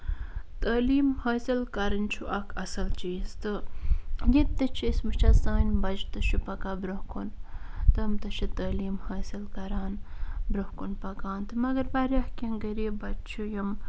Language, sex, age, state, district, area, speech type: Kashmiri, female, 18-30, Jammu and Kashmir, Bandipora, rural, spontaneous